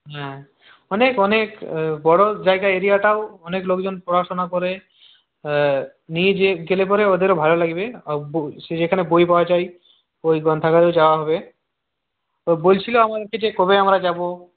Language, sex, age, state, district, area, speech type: Bengali, male, 30-45, West Bengal, Purulia, rural, conversation